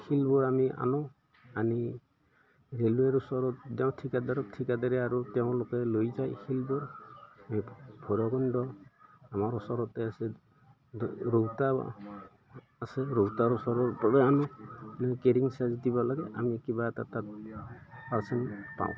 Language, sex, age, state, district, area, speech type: Assamese, male, 60+, Assam, Udalguri, rural, spontaneous